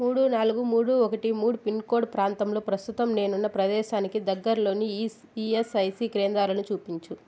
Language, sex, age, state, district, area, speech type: Telugu, female, 18-30, Andhra Pradesh, Sri Balaji, urban, read